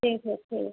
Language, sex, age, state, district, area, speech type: Hindi, female, 45-60, Bihar, Vaishali, urban, conversation